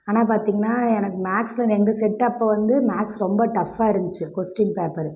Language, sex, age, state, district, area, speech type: Tamil, female, 30-45, Tamil Nadu, Namakkal, rural, spontaneous